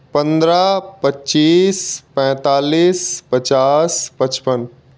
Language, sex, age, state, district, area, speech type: Hindi, male, 18-30, Delhi, New Delhi, urban, spontaneous